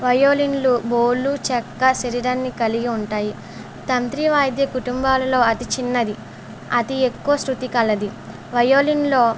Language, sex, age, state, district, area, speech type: Telugu, female, 18-30, Andhra Pradesh, Eluru, rural, spontaneous